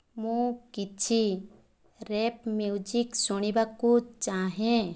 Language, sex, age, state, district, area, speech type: Odia, female, 18-30, Odisha, Kandhamal, rural, read